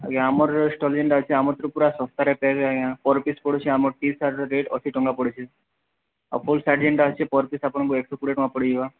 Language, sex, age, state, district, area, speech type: Odia, male, 45-60, Odisha, Nuapada, urban, conversation